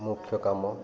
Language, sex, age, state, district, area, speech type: Odia, male, 30-45, Odisha, Malkangiri, urban, spontaneous